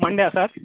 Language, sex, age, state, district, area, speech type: Telugu, male, 18-30, Telangana, Khammam, urban, conversation